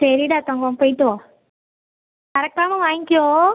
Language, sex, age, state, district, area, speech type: Tamil, female, 18-30, Tamil Nadu, Ariyalur, rural, conversation